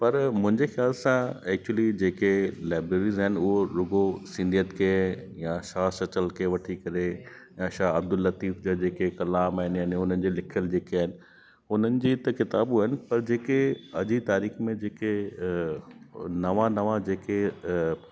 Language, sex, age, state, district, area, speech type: Sindhi, male, 30-45, Delhi, South Delhi, urban, spontaneous